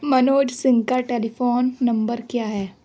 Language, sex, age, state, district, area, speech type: Urdu, female, 18-30, Uttar Pradesh, Aligarh, urban, read